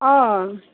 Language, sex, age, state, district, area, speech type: Manipuri, female, 30-45, Manipur, Chandel, rural, conversation